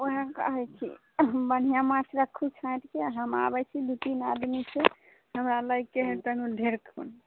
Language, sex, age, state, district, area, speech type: Maithili, female, 18-30, Bihar, Samastipur, rural, conversation